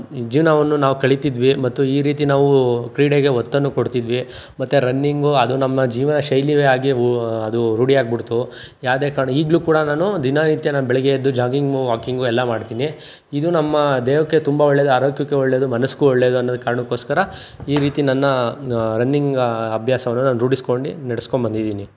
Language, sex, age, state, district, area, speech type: Kannada, male, 45-60, Karnataka, Chikkaballapur, urban, spontaneous